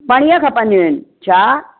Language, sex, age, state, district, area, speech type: Sindhi, female, 60+, Maharashtra, Mumbai Suburban, urban, conversation